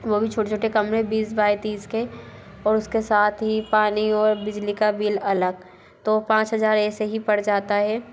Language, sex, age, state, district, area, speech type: Hindi, female, 30-45, Madhya Pradesh, Bhopal, urban, spontaneous